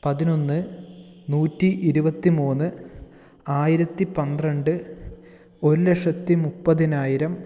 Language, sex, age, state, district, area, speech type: Malayalam, male, 45-60, Kerala, Palakkad, urban, spontaneous